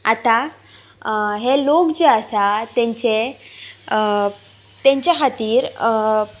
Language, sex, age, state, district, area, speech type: Goan Konkani, female, 18-30, Goa, Pernem, rural, spontaneous